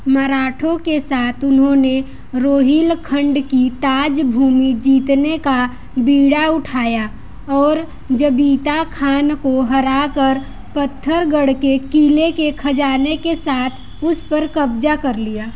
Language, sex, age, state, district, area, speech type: Hindi, female, 18-30, Uttar Pradesh, Mirzapur, rural, read